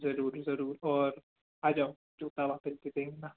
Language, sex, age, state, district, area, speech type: Hindi, male, 18-30, Madhya Pradesh, Jabalpur, urban, conversation